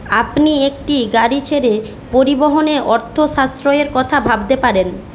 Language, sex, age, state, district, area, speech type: Bengali, female, 18-30, West Bengal, Jhargram, rural, read